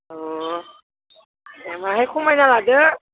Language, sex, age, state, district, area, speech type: Bodo, female, 30-45, Assam, Udalguri, urban, conversation